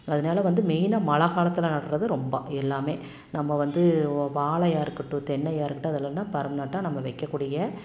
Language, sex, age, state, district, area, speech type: Tamil, female, 45-60, Tamil Nadu, Tiruppur, rural, spontaneous